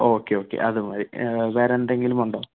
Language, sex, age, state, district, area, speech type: Malayalam, male, 18-30, Kerala, Wayanad, rural, conversation